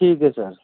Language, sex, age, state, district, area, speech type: Urdu, male, 60+, Uttar Pradesh, Gautam Buddha Nagar, urban, conversation